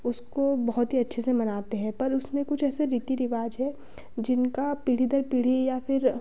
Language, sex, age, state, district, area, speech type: Hindi, female, 30-45, Madhya Pradesh, Betul, urban, spontaneous